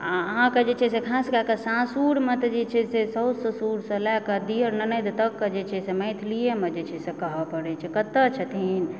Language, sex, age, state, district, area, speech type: Maithili, female, 30-45, Bihar, Supaul, rural, spontaneous